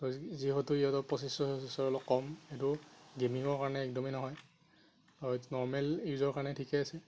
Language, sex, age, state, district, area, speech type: Assamese, male, 30-45, Assam, Darrang, rural, spontaneous